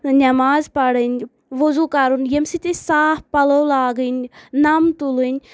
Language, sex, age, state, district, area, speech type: Kashmiri, female, 18-30, Jammu and Kashmir, Anantnag, rural, spontaneous